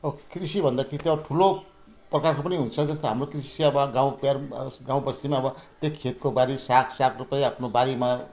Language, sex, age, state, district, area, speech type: Nepali, female, 60+, West Bengal, Jalpaiguri, rural, spontaneous